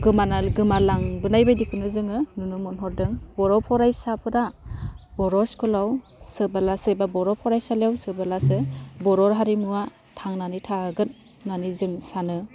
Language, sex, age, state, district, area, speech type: Bodo, female, 18-30, Assam, Udalguri, rural, spontaneous